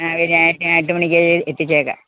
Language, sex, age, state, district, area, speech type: Malayalam, female, 45-60, Kerala, Pathanamthitta, rural, conversation